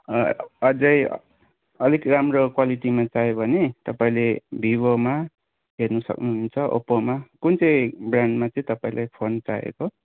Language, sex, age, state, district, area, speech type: Nepali, male, 18-30, West Bengal, Kalimpong, rural, conversation